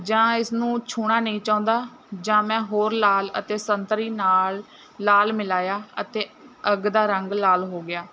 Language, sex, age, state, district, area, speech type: Punjabi, female, 18-30, Punjab, Mohali, urban, spontaneous